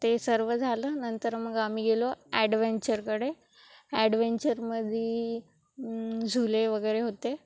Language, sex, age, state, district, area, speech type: Marathi, female, 18-30, Maharashtra, Wardha, rural, spontaneous